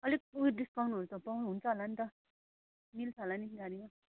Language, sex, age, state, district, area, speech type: Nepali, female, 30-45, West Bengal, Kalimpong, rural, conversation